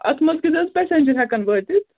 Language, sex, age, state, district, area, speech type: Kashmiri, female, 30-45, Jammu and Kashmir, Srinagar, urban, conversation